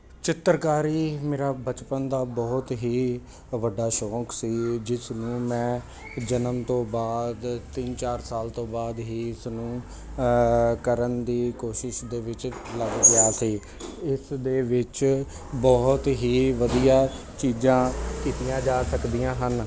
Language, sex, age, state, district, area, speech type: Punjabi, male, 30-45, Punjab, Jalandhar, urban, spontaneous